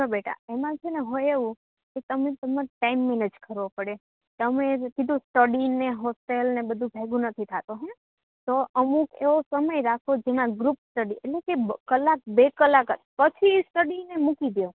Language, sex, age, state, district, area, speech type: Gujarati, female, 18-30, Gujarat, Rajkot, urban, conversation